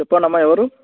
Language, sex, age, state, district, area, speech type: Telugu, male, 18-30, Telangana, Nalgonda, rural, conversation